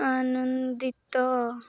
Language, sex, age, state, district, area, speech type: Odia, female, 18-30, Odisha, Malkangiri, urban, read